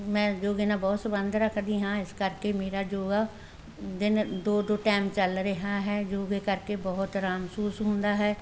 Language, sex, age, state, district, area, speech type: Punjabi, female, 60+, Punjab, Barnala, rural, spontaneous